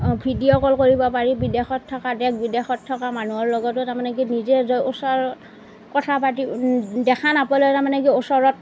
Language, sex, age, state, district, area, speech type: Assamese, female, 30-45, Assam, Darrang, rural, spontaneous